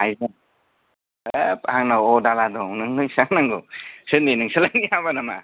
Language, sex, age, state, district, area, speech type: Bodo, male, 30-45, Assam, Kokrajhar, rural, conversation